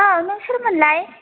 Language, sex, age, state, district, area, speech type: Bodo, other, 30-45, Assam, Kokrajhar, rural, conversation